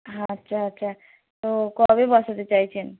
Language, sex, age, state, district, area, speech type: Bengali, female, 45-60, West Bengal, Hooghly, rural, conversation